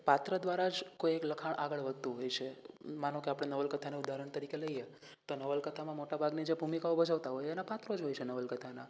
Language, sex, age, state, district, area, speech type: Gujarati, male, 18-30, Gujarat, Rajkot, rural, spontaneous